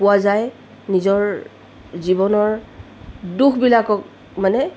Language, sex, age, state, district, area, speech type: Assamese, female, 45-60, Assam, Tinsukia, rural, spontaneous